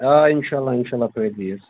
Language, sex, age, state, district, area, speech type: Kashmiri, male, 30-45, Jammu and Kashmir, Bandipora, rural, conversation